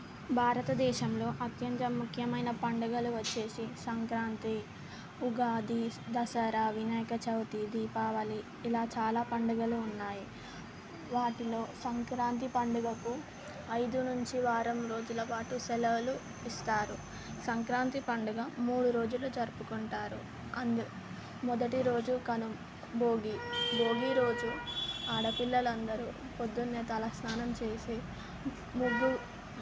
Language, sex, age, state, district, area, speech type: Telugu, female, 18-30, Telangana, Mahbubnagar, urban, spontaneous